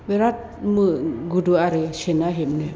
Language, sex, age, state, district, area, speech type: Bodo, female, 60+, Assam, Chirang, rural, spontaneous